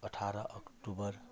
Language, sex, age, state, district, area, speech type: Nepali, male, 45-60, West Bengal, Jalpaiguri, rural, spontaneous